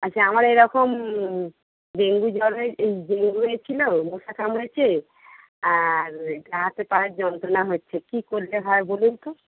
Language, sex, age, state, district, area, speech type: Bengali, female, 30-45, West Bengal, North 24 Parganas, urban, conversation